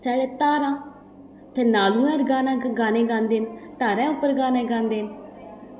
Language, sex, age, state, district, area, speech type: Dogri, female, 30-45, Jammu and Kashmir, Udhampur, rural, spontaneous